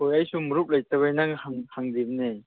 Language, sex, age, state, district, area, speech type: Manipuri, male, 18-30, Manipur, Chandel, rural, conversation